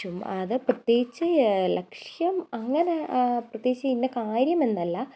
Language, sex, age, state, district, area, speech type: Malayalam, female, 18-30, Kerala, Idukki, rural, spontaneous